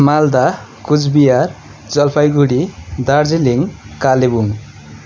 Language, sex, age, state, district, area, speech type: Nepali, male, 18-30, West Bengal, Darjeeling, rural, spontaneous